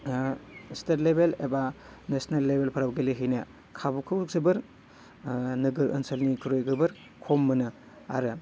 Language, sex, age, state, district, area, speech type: Bodo, male, 18-30, Assam, Baksa, rural, spontaneous